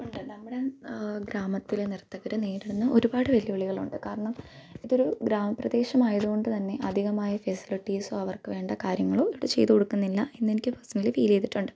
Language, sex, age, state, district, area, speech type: Malayalam, female, 18-30, Kerala, Idukki, rural, spontaneous